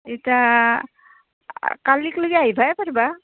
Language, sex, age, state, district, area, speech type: Assamese, female, 30-45, Assam, Barpeta, rural, conversation